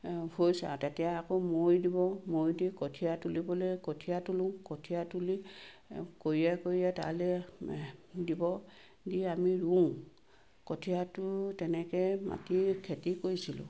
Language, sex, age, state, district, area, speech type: Assamese, female, 45-60, Assam, Sivasagar, rural, spontaneous